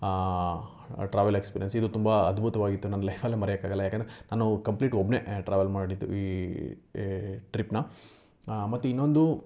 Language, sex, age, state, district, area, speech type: Kannada, male, 18-30, Karnataka, Chitradurga, rural, spontaneous